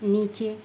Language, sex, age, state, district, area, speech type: Hindi, female, 30-45, Uttar Pradesh, Mau, rural, read